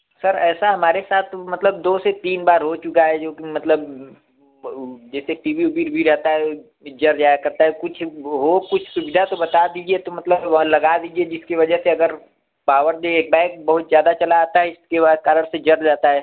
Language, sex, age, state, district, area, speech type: Hindi, male, 18-30, Uttar Pradesh, Varanasi, urban, conversation